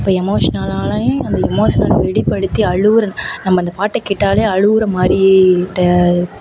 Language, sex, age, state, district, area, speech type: Tamil, female, 18-30, Tamil Nadu, Thanjavur, urban, spontaneous